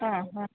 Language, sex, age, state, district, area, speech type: Malayalam, female, 60+, Kerala, Idukki, rural, conversation